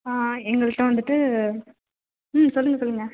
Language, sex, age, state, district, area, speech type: Tamil, female, 18-30, Tamil Nadu, Thanjavur, urban, conversation